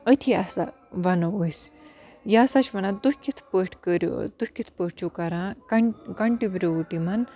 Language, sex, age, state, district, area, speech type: Kashmiri, female, 30-45, Jammu and Kashmir, Baramulla, rural, spontaneous